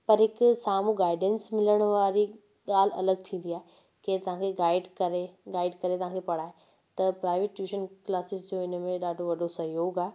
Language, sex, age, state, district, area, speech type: Sindhi, female, 18-30, Rajasthan, Ajmer, urban, spontaneous